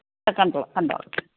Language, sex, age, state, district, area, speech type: Malayalam, female, 45-60, Kerala, Pathanamthitta, rural, conversation